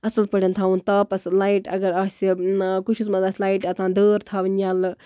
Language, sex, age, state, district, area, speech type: Kashmiri, female, 30-45, Jammu and Kashmir, Baramulla, rural, spontaneous